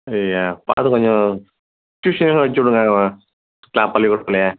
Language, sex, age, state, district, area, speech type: Tamil, male, 45-60, Tamil Nadu, Nagapattinam, rural, conversation